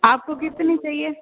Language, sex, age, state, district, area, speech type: Hindi, female, 18-30, Rajasthan, Jodhpur, urban, conversation